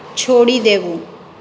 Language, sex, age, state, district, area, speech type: Gujarati, female, 45-60, Gujarat, Surat, urban, read